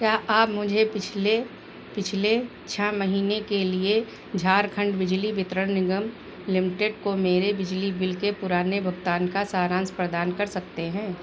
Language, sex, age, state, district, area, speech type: Hindi, female, 60+, Uttar Pradesh, Sitapur, rural, read